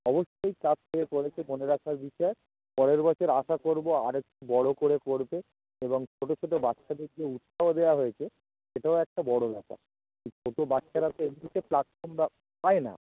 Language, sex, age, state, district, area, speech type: Bengali, male, 30-45, West Bengal, North 24 Parganas, urban, conversation